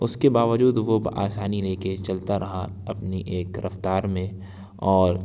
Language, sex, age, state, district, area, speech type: Urdu, male, 30-45, Uttar Pradesh, Lucknow, urban, spontaneous